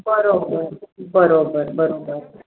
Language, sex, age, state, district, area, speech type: Marathi, female, 45-60, Maharashtra, Pune, urban, conversation